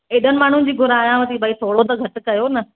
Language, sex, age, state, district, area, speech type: Sindhi, female, 30-45, Madhya Pradesh, Katni, rural, conversation